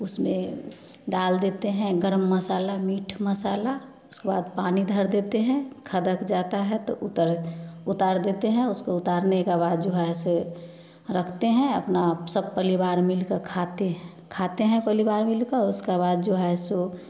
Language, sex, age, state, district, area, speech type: Hindi, female, 30-45, Bihar, Samastipur, rural, spontaneous